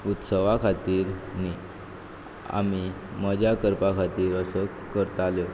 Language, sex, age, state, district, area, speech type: Goan Konkani, male, 18-30, Goa, Quepem, rural, spontaneous